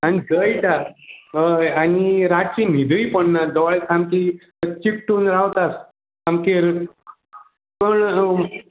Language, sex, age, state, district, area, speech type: Goan Konkani, male, 60+, Goa, Salcete, rural, conversation